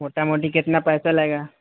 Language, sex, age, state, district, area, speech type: Urdu, male, 18-30, Bihar, Gaya, rural, conversation